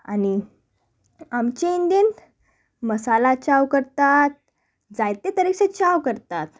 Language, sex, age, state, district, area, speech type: Goan Konkani, female, 18-30, Goa, Salcete, rural, spontaneous